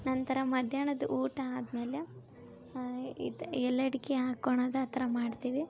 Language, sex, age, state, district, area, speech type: Kannada, female, 18-30, Karnataka, Koppal, rural, spontaneous